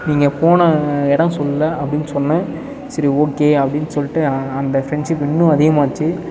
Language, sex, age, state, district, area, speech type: Tamil, male, 18-30, Tamil Nadu, Ariyalur, rural, spontaneous